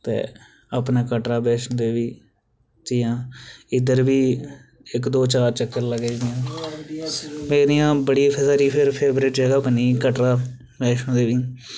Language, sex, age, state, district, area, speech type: Dogri, male, 18-30, Jammu and Kashmir, Reasi, rural, spontaneous